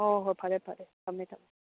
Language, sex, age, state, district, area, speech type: Manipuri, female, 30-45, Manipur, Churachandpur, rural, conversation